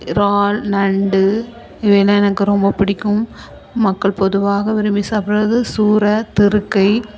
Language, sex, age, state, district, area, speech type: Tamil, female, 30-45, Tamil Nadu, Dharmapuri, urban, spontaneous